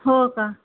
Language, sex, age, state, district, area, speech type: Marathi, female, 30-45, Maharashtra, Thane, urban, conversation